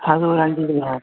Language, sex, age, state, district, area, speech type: Tamil, male, 60+, Tamil Nadu, Viluppuram, urban, conversation